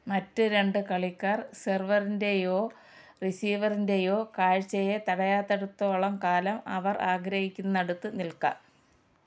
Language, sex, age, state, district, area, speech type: Malayalam, female, 60+, Kerala, Thiruvananthapuram, rural, read